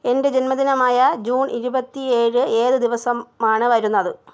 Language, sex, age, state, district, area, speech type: Malayalam, female, 30-45, Kerala, Thiruvananthapuram, rural, read